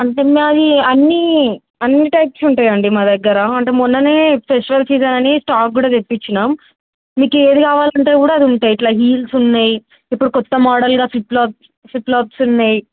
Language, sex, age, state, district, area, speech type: Telugu, female, 18-30, Telangana, Mulugu, urban, conversation